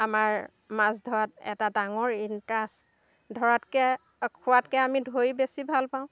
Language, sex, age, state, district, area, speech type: Assamese, female, 60+, Assam, Dhemaji, rural, spontaneous